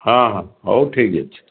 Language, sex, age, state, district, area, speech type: Odia, male, 60+, Odisha, Gajapati, rural, conversation